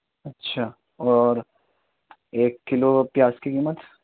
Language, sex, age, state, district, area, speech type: Urdu, male, 18-30, Delhi, East Delhi, urban, conversation